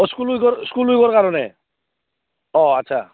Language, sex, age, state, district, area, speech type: Assamese, male, 45-60, Assam, Barpeta, rural, conversation